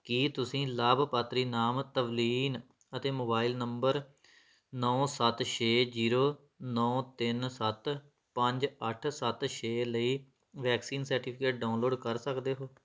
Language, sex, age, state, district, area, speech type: Punjabi, male, 30-45, Punjab, Tarn Taran, rural, read